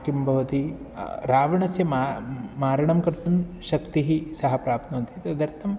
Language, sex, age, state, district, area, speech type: Sanskrit, male, 30-45, Kerala, Ernakulam, rural, spontaneous